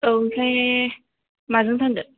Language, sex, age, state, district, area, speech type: Bodo, female, 18-30, Assam, Kokrajhar, rural, conversation